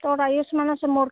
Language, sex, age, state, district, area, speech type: Assamese, female, 30-45, Assam, Barpeta, rural, conversation